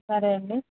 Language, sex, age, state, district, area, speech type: Telugu, female, 30-45, Telangana, Hyderabad, urban, conversation